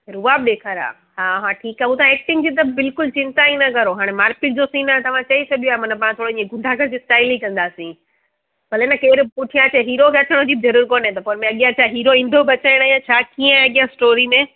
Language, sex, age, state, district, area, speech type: Sindhi, female, 30-45, Gujarat, Surat, urban, conversation